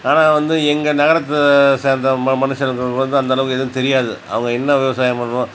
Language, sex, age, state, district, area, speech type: Tamil, male, 45-60, Tamil Nadu, Cuddalore, rural, spontaneous